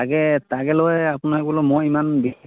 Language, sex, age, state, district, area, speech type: Assamese, male, 18-30, Assam, Lakhimpur, rural, conversation